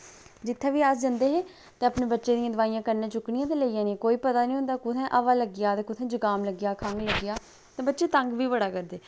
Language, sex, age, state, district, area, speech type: Dogri, female, 30-45, Jammu and Kashmir, Udhampur, rural, spontaneous